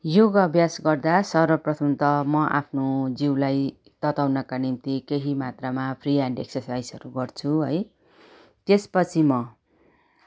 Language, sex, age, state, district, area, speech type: Nepali, female, 45-60, West Bengal, Darjeeling, rural, spontaneous